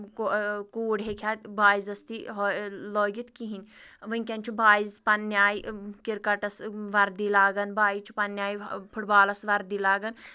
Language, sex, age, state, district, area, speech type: Kashmiri, female, 18-30, Jammu and Kashmir, Anantnag, rural, spontaneous